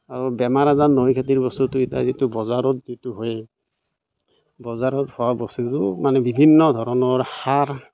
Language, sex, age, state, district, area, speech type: Assamese, male, 45-60, Assam, Barpeta, rural, spontaneous